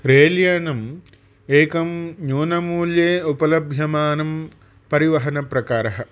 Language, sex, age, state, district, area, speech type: Sanskrit, male, 45-60, Andhra Pradesh, Chittoor, urban, spontaneous